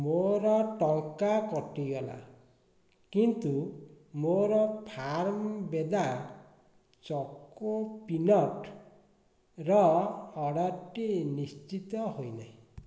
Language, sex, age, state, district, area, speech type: Odia, male, 45-60, Odisha, Dhenkanal, rural, read